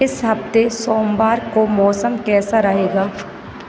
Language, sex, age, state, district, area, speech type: Hindi, female, 30-45, Madhya Pradesh, Hoshangabad, rural, read